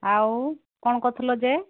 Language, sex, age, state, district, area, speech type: Odia, female, 45-60, Odisha, Angul, rural, conversation